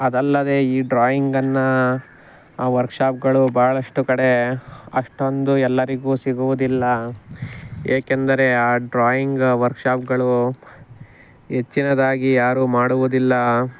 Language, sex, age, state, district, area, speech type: Kannada, male, 45-60, Karnataka, Bangalore Rural, rural, spontaneous